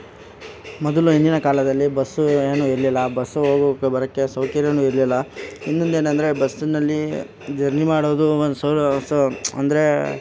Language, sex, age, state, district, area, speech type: Kannada, male, 18-30, Karnataka, Kolar, rural, spontaneous